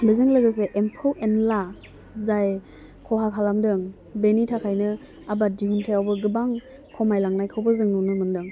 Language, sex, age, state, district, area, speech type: Bodo, female, 18-30, Assam, Udalguri, urban, spontaneous